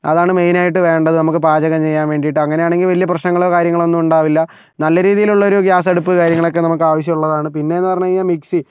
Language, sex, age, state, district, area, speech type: Malayalam, male, 45-60, Kerala, Kozhikode, urban, spontaneous